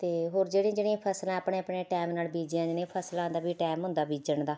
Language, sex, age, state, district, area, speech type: Punjabi, female, 30-45, Punjab, Rupnagar, urban, spontaneous